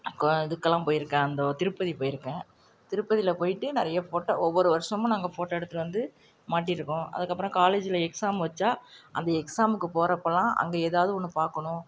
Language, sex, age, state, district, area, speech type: Tamil, female, 45-60, Tamil Nadu, Nagapattinam, rural, spontaneous